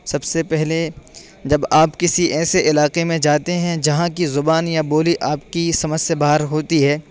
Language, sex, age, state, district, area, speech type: Urdu, male, 18-30, Uttar Pradesh, Saharanpur, urban, spontaneous